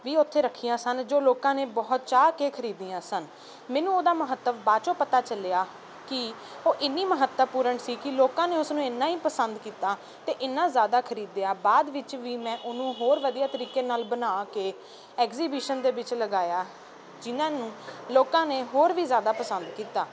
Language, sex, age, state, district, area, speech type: Punjabi, female, 18-30, Punjab, Ludhiana, urban, spontaneous